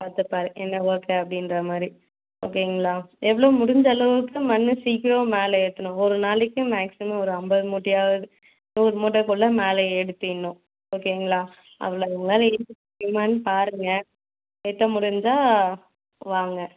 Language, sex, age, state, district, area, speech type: Tamil, female, 18-30, Tamil Nadu, Ranipet, urban, conversation